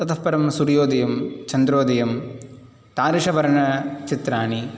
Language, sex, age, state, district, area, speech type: Sanskrit, male, 18-30, Tamil Nadu, Chennai, urban, spontaneous